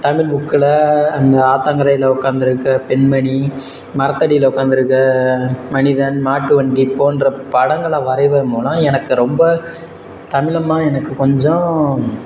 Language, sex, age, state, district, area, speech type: Tamil, male, 18-30, Tamil Nadu, Sivaganga, rural, spontaneous